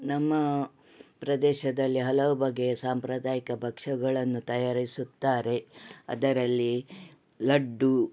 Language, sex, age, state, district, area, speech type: Kannada, female, 60+, Karnataka, Udupi, rural, spontaneous